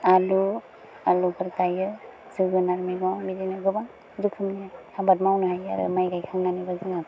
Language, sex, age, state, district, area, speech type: Bodo, female, 30-45, Assam, Udalguri, rural, spontaneous